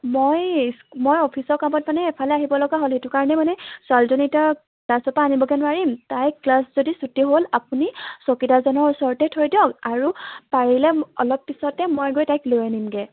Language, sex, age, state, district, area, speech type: Assamese, female, 18-30, Assam, Sivasagar, rural, conversation